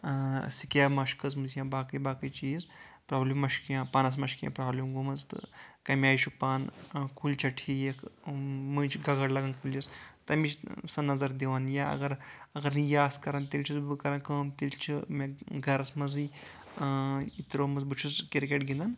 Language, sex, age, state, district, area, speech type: Kashmiri, male, 18-30, Jammu and Kashmir, Anantnag, rural, spontaneous